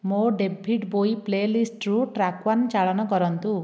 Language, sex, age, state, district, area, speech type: Odia, female, 18-30, Odisha, Dhenkanal, rural, read